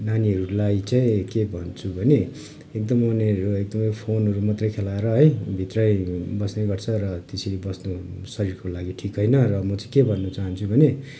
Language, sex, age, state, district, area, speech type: Nepali, male, 30-45, West Bengal, Darjeeling, rural, spontaneous